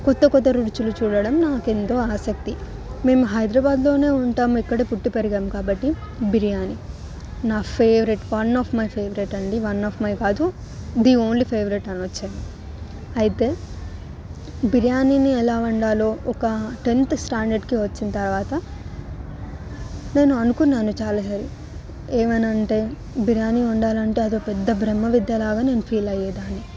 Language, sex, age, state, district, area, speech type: Telugu, female, 18-30, Telangana, Hyderabad, urban, spontaneous